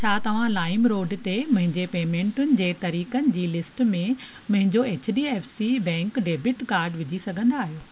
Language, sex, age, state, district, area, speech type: Sindhi, female, 45-60, Maharashtra, Pune, urban, read